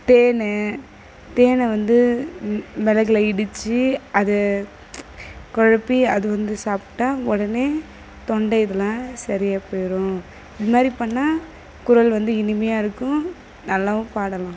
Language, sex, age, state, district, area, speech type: Tamil, female, 18-30, Tamil Nadu, Kallakurichi, rural, spontaneous